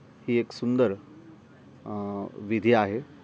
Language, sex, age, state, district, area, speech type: Marathi, male, 30-45, Maharashtra, Ratnagiri, rural, spontaneous